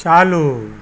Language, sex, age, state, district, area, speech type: Hindi, male, 60+, Uttar Pradesh, Azamgarh, rural, read